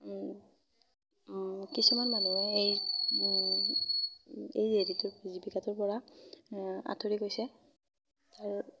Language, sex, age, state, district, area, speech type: Assamese, female, 18-30, Assam, Darrang, rural, spontaneous